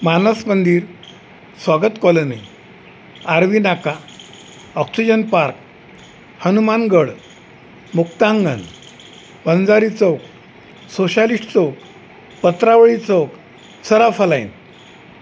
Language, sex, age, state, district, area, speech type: Marathi, male, 60+, Maharashtra, Wardha, urban, spontaneous